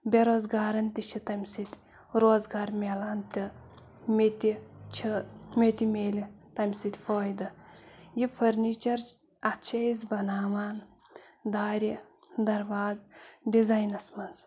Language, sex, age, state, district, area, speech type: Kashmiri, female, 30-45, Jammu and Kashmir, Pulwama, rural, spontaneous